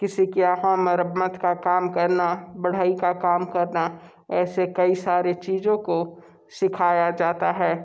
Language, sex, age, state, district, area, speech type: Hindi, male, 30-45, Uttar Pradesh, Sonbhadra, rural, spontaneous